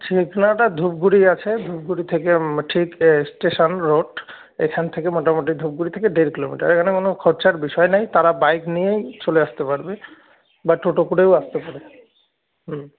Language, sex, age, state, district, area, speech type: Bengali, male, 18-30, West Bengal, Jalpaiguri, urban, conversation